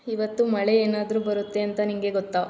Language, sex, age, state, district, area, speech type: Kannada, female, 18-30, Karnataka, Mysore, urban, read